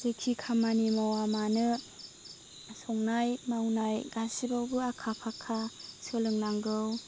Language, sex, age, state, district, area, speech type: Bodo, female, 30-45, Assam, Chirang, rural, spontaneous